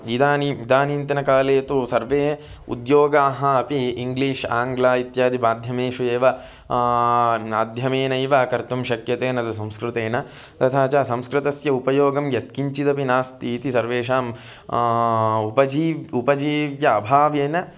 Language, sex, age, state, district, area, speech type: Sanskrit, male, 18-30, Karnataka, Gulbarga, urban, spontaneous